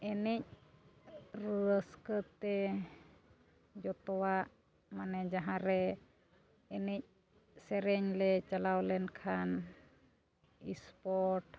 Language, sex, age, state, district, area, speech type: Santali, female, 45-60, Odisha, Mayurbhanj, rural, spontaneous